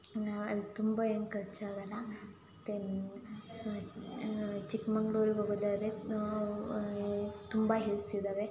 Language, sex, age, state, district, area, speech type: Kannada, female, 18-30, Karnataka, Hassan, rural, spontaneous